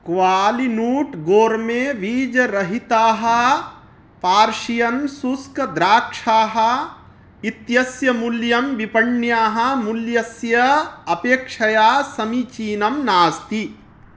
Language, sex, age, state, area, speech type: Sanskrit, male, 30-45, Bihar, rural, read